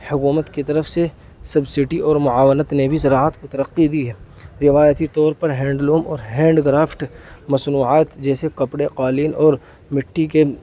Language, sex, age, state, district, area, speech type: Urdu, male, 18-30, Uttar Pradesh, Saharanpur, urban, spontaneous